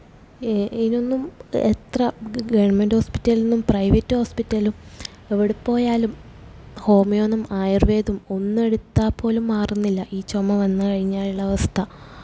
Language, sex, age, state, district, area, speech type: Malayalam, female, 18-30, Kerala, Kasaragod, urban, spontaneous